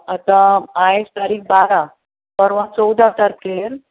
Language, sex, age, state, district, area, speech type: Goan Konkani, female, 30-45, Goa, Bardez, rural, conversation